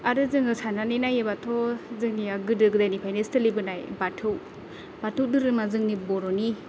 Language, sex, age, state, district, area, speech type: Bodo, female, 30-45, Assam, Kokrajhar, rural, spontaneous